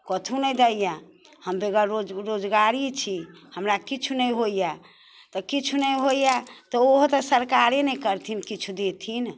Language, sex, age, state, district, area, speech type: Maithili, female, 60+, Bihar, Muzaffarpur, urban, spontaneous